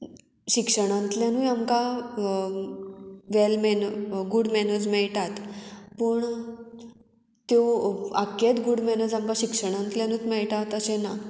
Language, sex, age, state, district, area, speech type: Goan Konkani, female, 18-30, Goa, Murmgao, urban, spontaneous